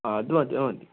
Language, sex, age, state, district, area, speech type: Malayalam, male, 18-30, Kerala, Kozhikode, rural, conversation